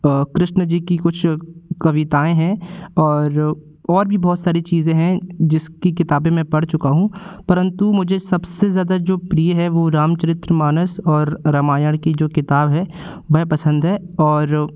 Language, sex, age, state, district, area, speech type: Hindi, male, 18-30, Madhya Pradesh, Jabalpur, rural, spontaneous